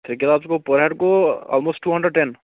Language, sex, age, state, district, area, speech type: Kashmiri, male, 30-45, Jammu and Kashmir, Baramulla, rural, conversation